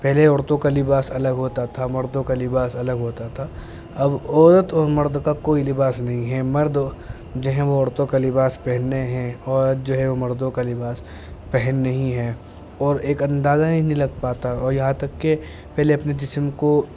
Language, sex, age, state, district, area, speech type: Urdu, male, 18-30, Uttar Pradesh, Muzaffarnagar, urban, spontaneous